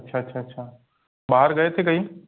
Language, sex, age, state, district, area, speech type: Hindi, male, 18-30, Madhya Pradesh, Bhopal, urban, conversation